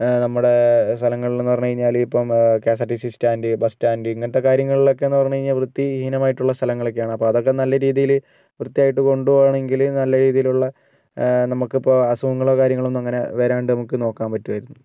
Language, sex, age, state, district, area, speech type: Malayalam, male, 60+, Kerala, Wayanad, rural, spontaneous